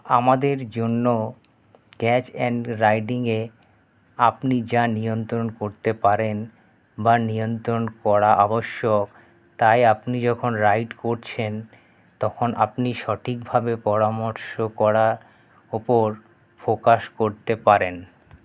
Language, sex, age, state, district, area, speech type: Bengali, male, 30-45, West Bengal, Paschim Bardhaman, urban, spontaneous